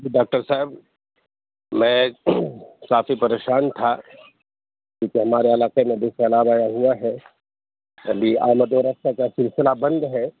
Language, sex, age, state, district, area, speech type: Urdu, male, 18-30, Bihar, Purnia, rural, conversation